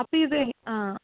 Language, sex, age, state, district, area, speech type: Malayalam, female, 45-60, Kerala, Palakkad, rural, conversation